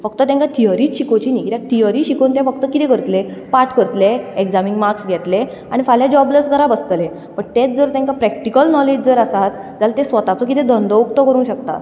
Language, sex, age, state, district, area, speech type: Goan Konkani, female, 18-30, Goa, Ponda, rural, spontaneous